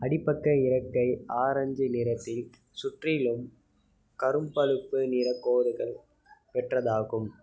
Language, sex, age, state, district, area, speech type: Tamil, male, 18-30, Tamil Nadu, Tiruppur, urban, read